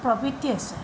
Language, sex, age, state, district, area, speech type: Assamese, female, 60+, Assam, Tinsukia, rural, spontaneous